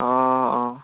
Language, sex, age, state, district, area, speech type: Assamese, male, 18-30, Assam, Biswanath, rural, conversation